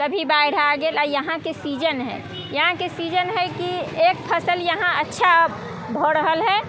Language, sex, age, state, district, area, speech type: Maithili, female, 30-45, Bihar, Muzaffarpur, rural, spontaneous